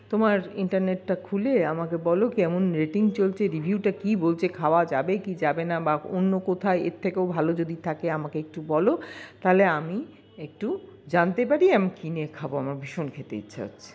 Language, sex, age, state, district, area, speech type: Bengali, female, 45-60, West Bengal, Paschim Bardhaman, urban, spontaneous